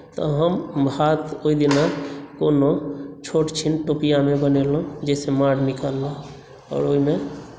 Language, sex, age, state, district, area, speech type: Maithili, male, 18-30, Bihar, Madhubani, rural, spontaneous